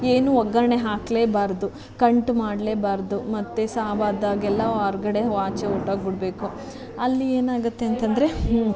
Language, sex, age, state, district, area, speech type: Kannada, female, 30-45, Karnataka, Mandya, rural, spontaneous